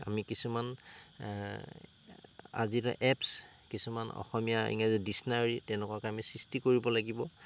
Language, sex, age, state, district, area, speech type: Assamese, male, 30-45, Assam, Tinsukia, urban, spontaneous